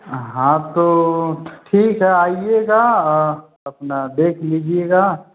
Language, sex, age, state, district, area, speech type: Hindi, male, 30-45, Uttar Pradesh, Ghazipur, rural, conversation